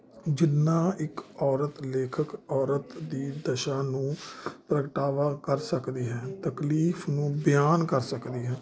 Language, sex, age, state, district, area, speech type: Punjabi, male, 30-45, Punjab, Jalandhar, urban, spontaneous